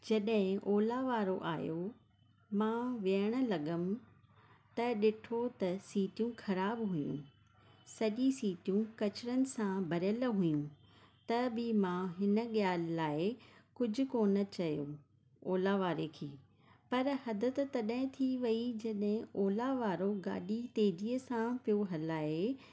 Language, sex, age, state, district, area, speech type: Sindhi, female, 30-45, Maharashtra, Thane, urban, spontaneous